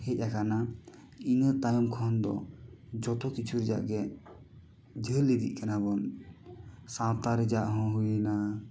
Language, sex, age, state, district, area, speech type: Santali, male, 18-30, Jharkhand, East Singhbhum, rural, spontaneous